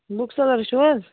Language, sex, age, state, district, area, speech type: Kashmiri, female, 30-45, Jammu and Kashmir, Baramulla, rural, conversation